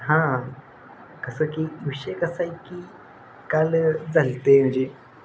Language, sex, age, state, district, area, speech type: Marathi, male, 18-30, Maharashtra, Satara, urban, spontaneous